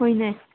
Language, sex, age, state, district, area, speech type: Manipuri, female, 18-30, Manipur, Kangpokpi, urban, conversation